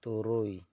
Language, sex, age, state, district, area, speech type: Santali, male, 30-45, West Bengal, Bankura, rural, read